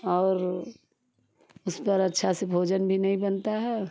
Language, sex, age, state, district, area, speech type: Hindi, female, 30-45, Uttar Pradesh, Ghazipur, rural, spontaneous